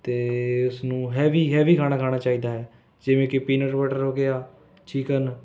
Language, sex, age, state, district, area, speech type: Punjabi, male, 18-30, Punjab, Rupnagar, rural, spontaneous